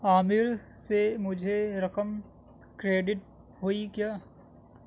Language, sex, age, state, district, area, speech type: Urdu, male, 30-45, Delhi, South Delhi, urban, read